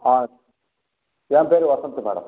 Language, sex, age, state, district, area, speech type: Tamil, male, 18-30, Tamil Nadu, Cuddalore, rural, conversation